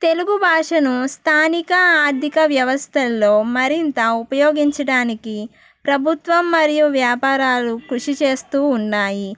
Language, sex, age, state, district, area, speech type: Telugu, female, 18-30, Andhra Pradesh, East Godavari, rural, spontaneous